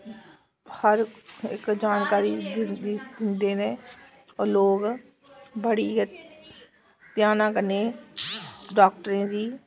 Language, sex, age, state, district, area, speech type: Dogri, female, 30-45, Jammu and Kashmir, Samba, urban, spontaneous